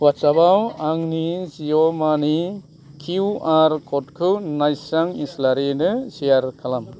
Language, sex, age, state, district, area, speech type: Bodo, male, 45-60, Assam, Kokrajhar, urban, read